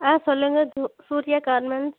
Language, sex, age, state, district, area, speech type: Tamil, female, 30-45, Tamil Nadu, Namakkal, rural, conversation